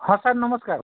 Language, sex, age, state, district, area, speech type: Odia, female, 18-30, Odisha, Sundergarh, urban, conversation